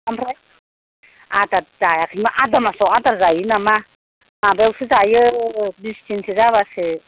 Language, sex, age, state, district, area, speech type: Bodo, female, 60+, Assam, Kokrajhar, urban, conversation